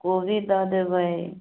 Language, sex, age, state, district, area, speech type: Maithili, female, 45-60, Bihar, Sitamarhi, rural, conversation